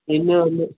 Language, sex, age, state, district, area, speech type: Tamil, male, 18-30, Tamil Nadu, Madurai, urban, conversation